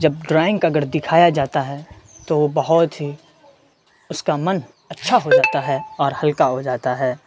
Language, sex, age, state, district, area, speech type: Urdu, male, 18-30, Bihar, Saharsa, rural, spontaneous